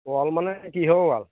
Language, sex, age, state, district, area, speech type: Assamese, male, 30-45, Assam, Majuli, urban, conversation